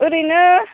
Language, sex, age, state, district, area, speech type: Bodo, female, 18-30, Assam, Baksa, rural, conversation